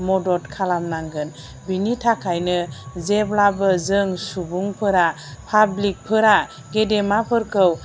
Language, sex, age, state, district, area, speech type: Bodo, female, 45-60, Assam, Chirang, rural, spontaneous